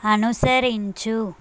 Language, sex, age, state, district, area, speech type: Telugu, female, 18-30, Telangana, Suryapet, urban, read